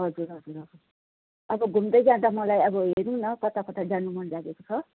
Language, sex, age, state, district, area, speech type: Nepali, female, 60+, West Bengal, Kalimpong, rural, conversation